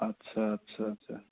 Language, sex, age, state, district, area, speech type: Assamese, male, 18-30, Assam, Sonitpur, rural, conversation